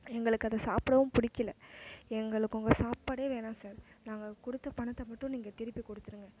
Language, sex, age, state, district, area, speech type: Tamil, female, 18-30, Tamil Nadu, Mayiladuthurai, urban, spontaneous